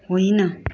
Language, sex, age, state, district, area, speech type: Nepali, female, 30-45, West Bengal, Darjeeling, rural, read